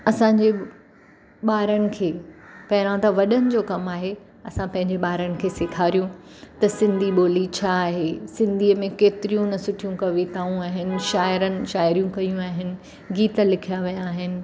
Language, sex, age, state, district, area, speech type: Sindhi, female, 45-60, Maharashtra, Mumbai Suburban, urban, spontaneous